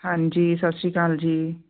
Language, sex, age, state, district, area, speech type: Punjabi, female, 45-60, Punjab, Fazilka, rural, conversation